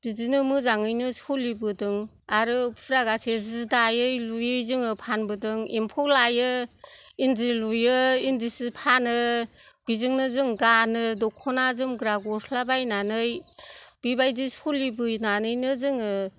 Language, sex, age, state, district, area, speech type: Bodo, female, 60+, Assam, Kokrajhar, rural, spontaneous